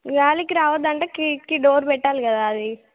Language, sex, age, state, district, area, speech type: Telugu, female, 18-30, Telangana, Jagtial, urban, conversation